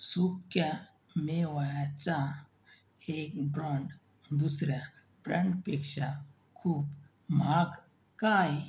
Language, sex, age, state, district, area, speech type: Marathi, male, 30-45, Maharashtra, Buldhana, rural, read